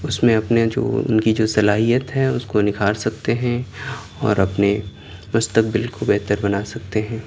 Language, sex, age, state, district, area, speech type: Urdu, male, 30-45, Delhi, South Delhi, urban, spontaneous